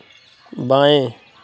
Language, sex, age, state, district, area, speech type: Hindi, male, 45-60, Uttar Pradesh, Prayagraj, rural, read